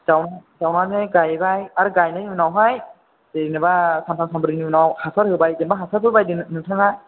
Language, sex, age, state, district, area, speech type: Bodo, male, 18-30, Assam, Chirang, rural, conversation